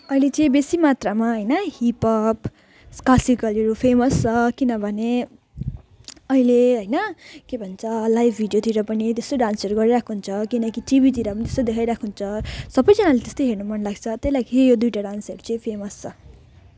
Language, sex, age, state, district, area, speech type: Nepali, female, 18-30, West Bengal, Jalpaiguri, rural, spontaneous